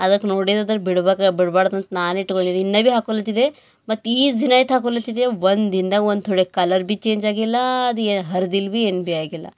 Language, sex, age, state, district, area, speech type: Kannada, female, 18-30, Karnataka, Bidar, urban, spontaneous